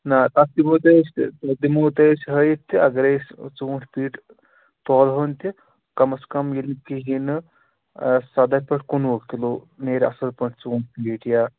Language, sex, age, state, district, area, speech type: Kashmiri, male, 18-30, Jammu and Kashmir, Shopian, urban, conversation